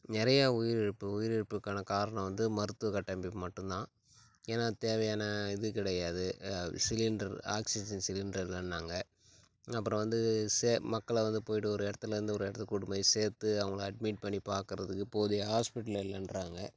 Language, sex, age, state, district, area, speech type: Tamil, male, 30-45, Tamil Nadu, Tiruchirappalli, rural, spontaneous